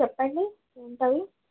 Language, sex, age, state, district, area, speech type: Telugu, female, 30-45, Telangana, Khammam, urban, conversation